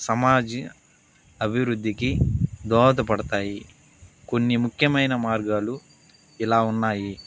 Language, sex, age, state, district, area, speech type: Telugu, male, 18-30, Andhra Pradesh, Sri Balaji, rural, spontaneous